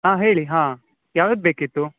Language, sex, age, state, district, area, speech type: Kannada, male, 18-30, Karnataka, Uttara Kannada, rural, conversation